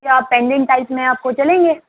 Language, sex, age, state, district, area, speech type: Urdu, female, 18-30, Uttar Pradesh, Shahjahanpur, rural, conversation